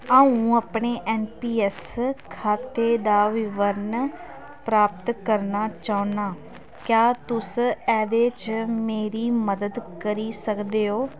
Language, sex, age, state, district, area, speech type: Dogri, female, 18-30, Jammu and Kashmir, Kathua, rural, read